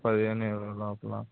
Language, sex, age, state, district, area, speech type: Telugu, male, 18-30, Andhra Pradesh, N T Rama Rao, urban, conversation